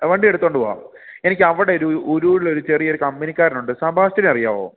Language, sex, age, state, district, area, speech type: Malayalam, male, 18-30, Kerala, Idukki, rural, conversation